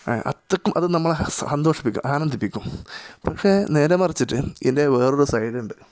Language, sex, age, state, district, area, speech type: Malayalam, male, 30-45, Kerala, Kasaragod, rural, spontaneous